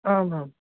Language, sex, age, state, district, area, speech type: Sanskrit, male, 30-45, Karnataka, Vijayapura, urban, conversation